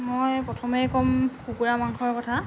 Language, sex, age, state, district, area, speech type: Assamese, female, 45-60, Assam, Lakhimpur, rural, spontaneous